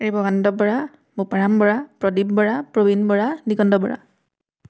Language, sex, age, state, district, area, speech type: Assamese, female, 18-30, Assam, Majuli, urban, spontaneous